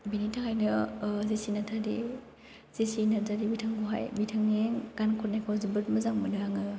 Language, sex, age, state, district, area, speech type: Bodo, female, 18-30, Assam, Chirang, rural, spontaneous